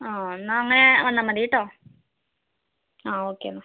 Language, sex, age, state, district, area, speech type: Malayalam, other, 30-45, Kerala, Kozhikode, urban, conversation